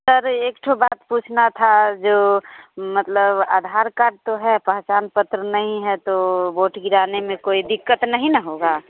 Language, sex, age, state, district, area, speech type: Hindi, female, 30-45, Bihar, Samastipur, urban, conversation